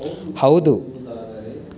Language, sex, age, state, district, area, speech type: Kannada, male, 18-30, Karnataka, Davanagere, rural, read